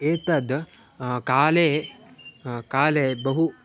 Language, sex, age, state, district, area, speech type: Sanskrit, male, 18-30, Karnataka, Shimoga, rural, spontaneous